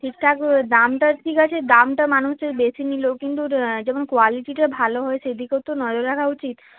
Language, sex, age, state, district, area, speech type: Bengali, female, 18-30, West Bengal, Uttar Dinajpur, rural, conversation